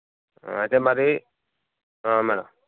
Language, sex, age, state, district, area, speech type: Telugu, male, 30-45, Telangana, Jangaon, rural, conversation